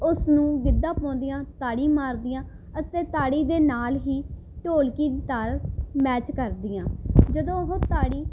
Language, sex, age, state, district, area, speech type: Punjabi, female, 18-30, Punjab, Muktsar, rural, spontaneous